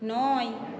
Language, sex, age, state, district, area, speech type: Bengali, female, 45-60, West Bengal, Purba Bardhaman, urban, read